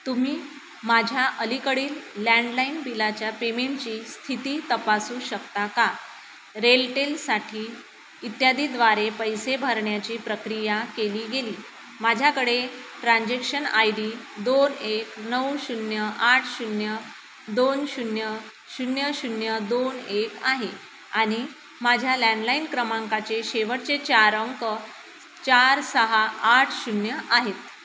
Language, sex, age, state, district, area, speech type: Marathi, female, 30-45, Maharashtra, Nagpur, rural, read